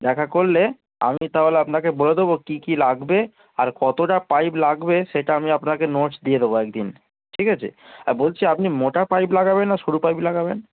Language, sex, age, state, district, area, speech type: Bengali, male, 18-30, West Bengal, Darjeeling, rural, conversation